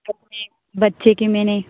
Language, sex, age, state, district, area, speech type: Punjabi, female, 18-30, Punjab, Muktsar, urban, conversation